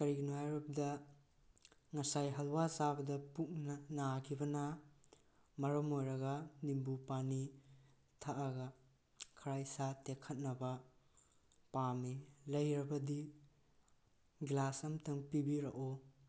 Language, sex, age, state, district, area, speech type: Manipuri, male, 18-30, Manipur, Tengnoupal, rural, spontaneous